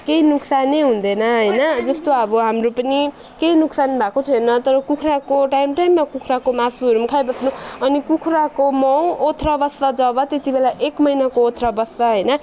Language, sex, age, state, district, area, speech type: Nepali, female, 30-45, West Bengal, Alipurduar, urban, spontaneous